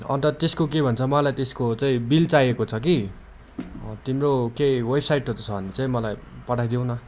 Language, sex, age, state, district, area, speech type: Nepali, male, 18-30, West Bengal, Darjeeling, rural, spontaneous